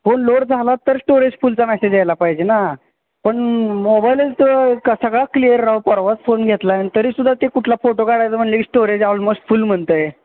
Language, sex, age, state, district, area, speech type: Marathi, male, 18-30, Maharashtra, Sangli, urban, conversation